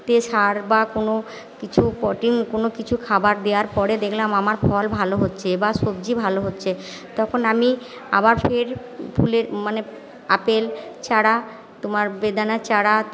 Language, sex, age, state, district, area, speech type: Bengali, female, 60+, West Bengal, Purba Bardhaman, urban, spontaneous